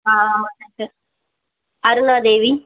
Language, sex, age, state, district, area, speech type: Tamil, female, 18-30, Tamil Nadu, Virudhunagar, rural, conversation